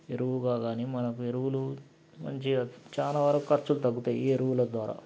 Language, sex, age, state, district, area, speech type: Telugu, male, 45-60, Telangana, Nalgonda, rural, spontaneous